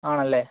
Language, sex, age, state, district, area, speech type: Malayalam, male, 18-30, Kerala, Wayanad, rural, conversation